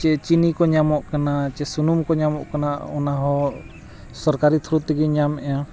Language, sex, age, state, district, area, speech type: Santali, male, 45-60, Jharkhand, Bokaro, rural, spontaneous